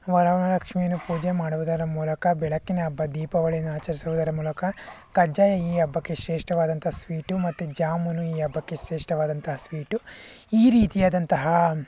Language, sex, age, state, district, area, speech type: Kannada, male, 45-60, Karnataka, Bangalore Rural, rural, spontaneous